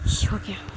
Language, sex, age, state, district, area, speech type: Urdu, female, 30-45, Bihar, Supaul, rural, spontaneous